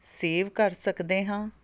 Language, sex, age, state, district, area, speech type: Punjabi, female, 30-45, Punjab, Fazilka, rural, spontaneous